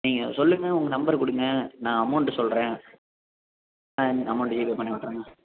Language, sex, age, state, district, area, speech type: Tamil, male, 18-30, Tamil Nadu, Perambalur, rural, conversation